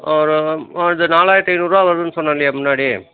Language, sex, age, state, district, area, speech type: Tamil, male, 60+, Tamil Nadu, Dharmapuri, rural, conversation